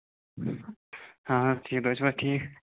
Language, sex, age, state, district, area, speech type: Kashmiri, male, 18-30, Jammu and Kashmir, Shopian, rural, conversation